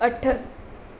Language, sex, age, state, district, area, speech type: Sindhi, female, 45-60, Gujarat, Surat, urban, read